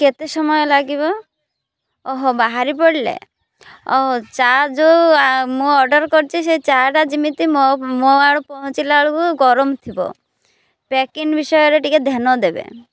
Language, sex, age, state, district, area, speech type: Odia, female, 30-45, Odisha, Malkangiri, urban, spontaneous